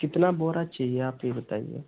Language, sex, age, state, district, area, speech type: Hindi, male, 30-45, Uttar Pradesh, Ghazipur, rural, conversation